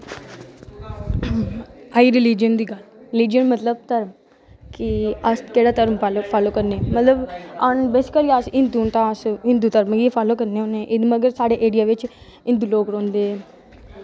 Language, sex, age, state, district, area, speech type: Dogri, female, 18-30, Jammu and Kashmir, Udhampur, rural, spontaneous